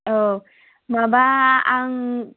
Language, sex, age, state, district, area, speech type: Bodo, female, 18-30, Assam, Chirang, rural, conversation